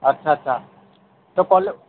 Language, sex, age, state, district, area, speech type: Odia, male, 45-60, Odisha, Sundergarh, rural, conversation